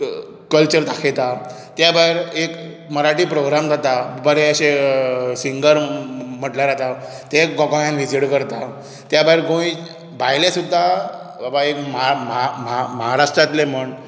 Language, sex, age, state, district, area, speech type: Goan Konkani, male, 18-30, Goa, Bardez, urban, spontaneous